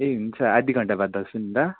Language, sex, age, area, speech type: Nepali, male, 18-30, rural, conversation